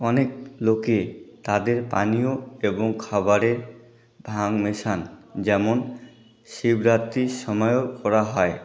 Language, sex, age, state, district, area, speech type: Bengali, male, 18-30, West Bengal, Jalpaiguri, rural, read